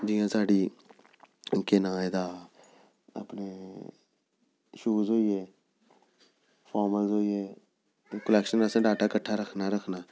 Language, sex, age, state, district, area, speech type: Dogri, male, 30-45, Jammu and Kashmir, Jammu, urban, spontaneous